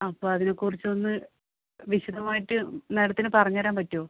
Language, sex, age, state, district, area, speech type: Malayalam, female, 18-30, Kerala, Kannur, rural, conversation